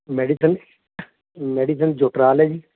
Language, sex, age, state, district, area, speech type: Punjabi, male, 45-60, Punjab, Patiala, urban, conversation